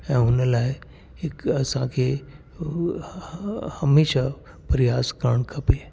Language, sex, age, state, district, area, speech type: Sindhi, male, 60+, Delhi, South Delhi, urban, spontaneous